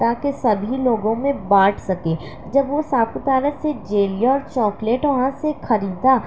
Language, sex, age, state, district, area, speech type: Urdu, female, 18-30, Maharashtra, Nashik, rural, spontaneous